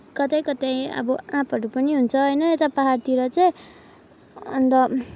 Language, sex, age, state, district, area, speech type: Nepali, female, 18-30, West Bengal, Kalimpong, rural, spontaneous